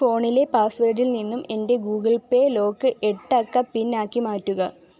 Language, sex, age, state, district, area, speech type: Malayalam, female, 18-30, Kerala, Kollam, rural, read